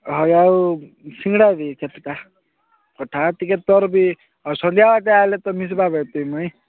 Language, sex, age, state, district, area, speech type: Odia, male, 18-30, Odisha, Nabarangpur, urban, conversation